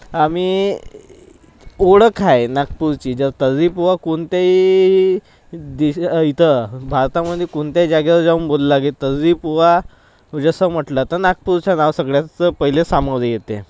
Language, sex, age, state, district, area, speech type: Marathi, male, 30-45, Maharashtra, Nagpur, rural, spontaneous